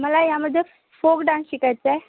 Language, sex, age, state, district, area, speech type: Marathi, female, 18-30, Maharashtra, Wardha, urban, conversation